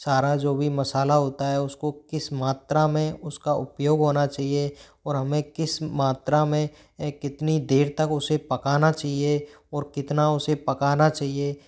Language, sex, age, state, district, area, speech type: Hindi, male, 30-45, Rajasthan, Jodhpur, rural, spontaneous